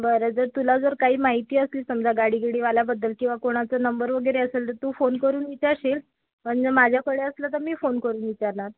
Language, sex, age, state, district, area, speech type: Marathi, female, 30-45, Maharashtra, Amravati, urban, conversation